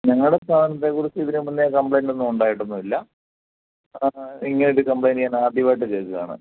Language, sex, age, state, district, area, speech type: Malayalam, male, 30-45, Kerala, Kottayam, rural, conversation